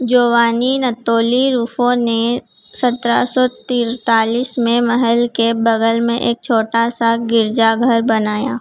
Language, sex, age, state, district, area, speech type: Hindi, female, 18-30, Madhya Pradesh, Harda, urban, read